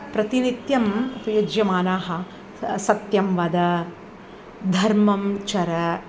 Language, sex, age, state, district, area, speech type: Sanskrit, female, 60+, Tamil Nadu, Chennai, urban, spontaneous